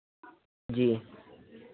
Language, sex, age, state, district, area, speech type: Hindi, male, 30-45, Uttar Pradesh, Lucknow, rural, conversation